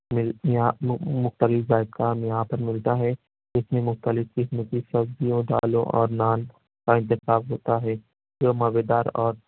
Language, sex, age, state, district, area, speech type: Urdu, male, 18-30, Maharashtra, Nashik, urban, conversation